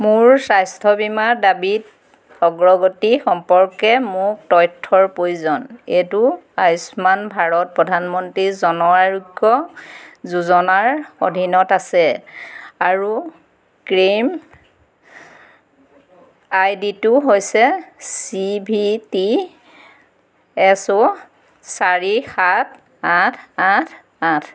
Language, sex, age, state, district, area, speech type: Assamese, female, 45-60, Assam, Golaghat, rural, read